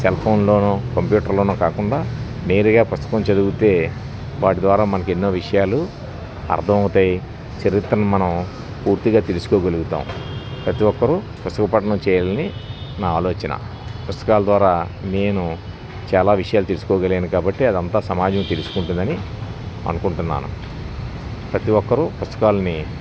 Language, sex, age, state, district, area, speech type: Telugu, male, 60+, Andhra Pradesh, Anakapalli, urban, spontaneous